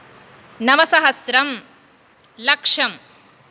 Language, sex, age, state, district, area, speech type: Sanskrit, female, 30-45, Karnataka, Dakshina Kannada, rural, spontaneous